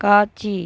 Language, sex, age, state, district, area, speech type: Tamil, female, 30-45, Tamil Nadu, Tiruchirappalli, rural, read